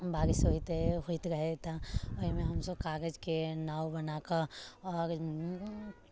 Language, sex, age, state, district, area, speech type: Maithili, female, 18-30, Bihar, Muzaffarpur, urban, spontaneous